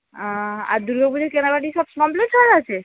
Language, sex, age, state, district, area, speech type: Bengali, female, 45-60, West Bengal, North 24 Parganas, urban, conversation